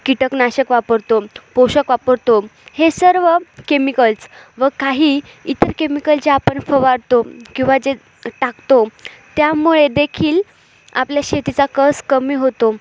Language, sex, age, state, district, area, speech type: Marathi, female, 18-30, Maharashtra, Ahmednagar, urban, spontaneous